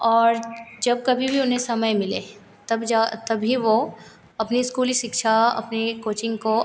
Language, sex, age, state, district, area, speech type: Hindi, female, 18-30, Bihar, Madhepura, rural, spontaneous